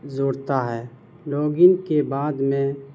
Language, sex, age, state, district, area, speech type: Urdu, male, 18-30, Bihar, Madhubani, rural, spontaneous